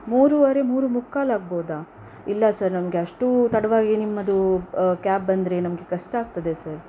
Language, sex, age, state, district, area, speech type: Kannada, female, 30-45, Karnataka, Udupi, rural, spontaneous